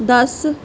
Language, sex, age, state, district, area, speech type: Punjabi, female, 18-30, Punjab, Pathankot, rural, spontaneous